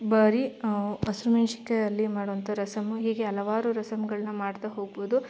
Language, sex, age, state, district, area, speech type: Kannada, female, 18-30, Karnataka, Mandya, rural, spontaneous